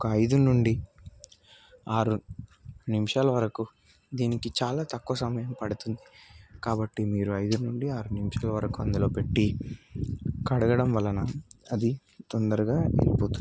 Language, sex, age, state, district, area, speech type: Telugu, male, 18-30, Telangana, Nalgonda, urban, spontaneous